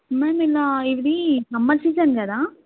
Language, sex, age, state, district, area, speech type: Telugu, female, 18-30, Telangana, Mahbubnagar, urban, conversation